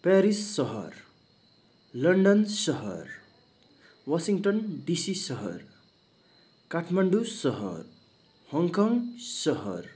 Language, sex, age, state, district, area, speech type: Nepali, male, 18-30, West Bengal, Darjeeling, rural, spontaneous